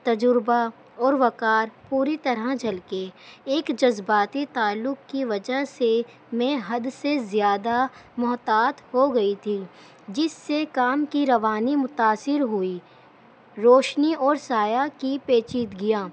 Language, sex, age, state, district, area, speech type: Urdu, female, 18-30, Delhi, New Delhi, urban, spontaneous